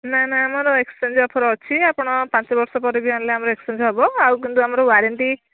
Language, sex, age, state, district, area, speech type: Odia, female, 18-30, Odisha, Kendujhar, urban, conversation